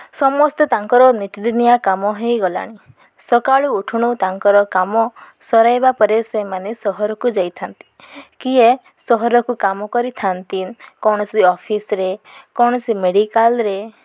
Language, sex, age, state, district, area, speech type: Odia, female, 30-45, Odisha, Koraput, urban, spontaneous